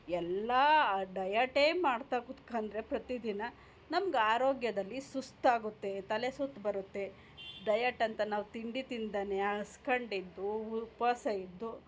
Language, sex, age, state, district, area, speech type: Kannada, female, 45-60, Karnataka, Hassan, urban, spontaneous